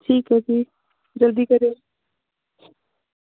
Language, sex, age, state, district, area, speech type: Dogri, female, 18-30, Jammu and Kashmir, Samba, rural, conversation